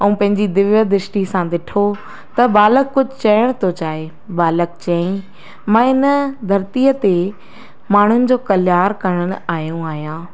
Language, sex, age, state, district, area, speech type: Sindhi, female, 45-60, Madhya Pradesh, Katni, urban, spontaneous